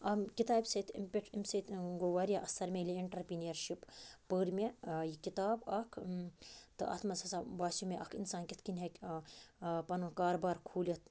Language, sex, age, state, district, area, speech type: Kashmiri, male, 45-60, Jammu and Kashmir, Budgam, rural, spontaneous